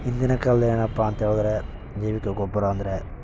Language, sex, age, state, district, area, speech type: Kannada, male, 18-30, Karnataka, Mandya, urban, spontaneous